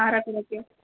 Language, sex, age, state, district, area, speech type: Kannada, female, 18-30, Karnataka, Chitradurga, rural, conversation